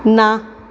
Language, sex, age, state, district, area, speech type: Punjabi, female, 30-45, Punjab, Bathinda, urban, read